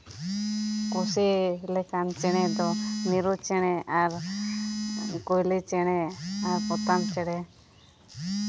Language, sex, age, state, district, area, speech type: Santali, female, 30-45, Jharkhand, Seraikela Kharsawan, rural, spontaneous